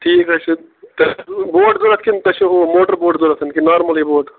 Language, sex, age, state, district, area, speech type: Kashmiri, male, 30-45, Jammu and Kashmir, Bandipora, rural, conversation